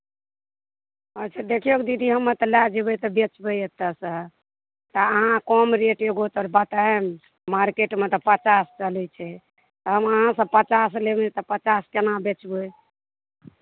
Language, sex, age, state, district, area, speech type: Maithili, female, 45-60, Bihar, Madhepura, rural, conversation